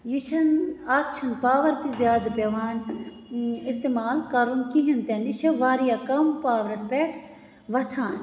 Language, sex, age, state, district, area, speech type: Kashmiri, female, 30-45, Jammu and Kashmir, Baramulla, rural, spontaneous